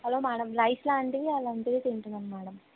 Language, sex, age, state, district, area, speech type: Telugu, female, 30-45, Telangana, Ranga Reddy, rural, conversation